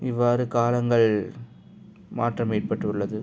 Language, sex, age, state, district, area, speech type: Tamil, male, 45-60, Tamil Nadu, Cuddalore, rural, spontaneous